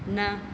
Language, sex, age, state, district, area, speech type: Sindhi, female, 18-30, Madhya Pradesh, Katni, rural, read